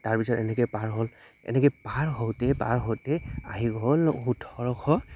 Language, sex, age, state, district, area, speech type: Assamese, male, 18-30, Assam, Goalpara, rural, spontaneous